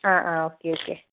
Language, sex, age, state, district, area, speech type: Malayalam, female, 18-30, Kerala, Wayanad, rural, conversation